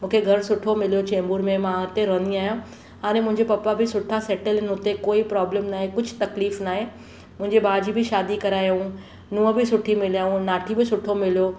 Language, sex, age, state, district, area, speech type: Sindhi, female, 30-45, Maharashtra, Mumbai Suburban, urban, spontaneous